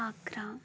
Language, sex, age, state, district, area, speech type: Telugu, female, 30-45, Telangana, Warangal, rural, spontaneous